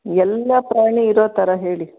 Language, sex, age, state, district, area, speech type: Kannada, female, 60+, Karnataka, Kolar, rural, conversation